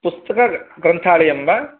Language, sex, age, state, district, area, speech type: Sanskrit, male, 18-30, Tamil Nadu, Chennai, rural, conversation